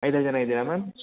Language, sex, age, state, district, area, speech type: Kannada, male, 18-30, Karnataka, Bangalore Urban, urban, conversation